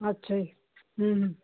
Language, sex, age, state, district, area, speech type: Punjabi, female, 45-60, Punjab, Hoshiarpur, urban, conversation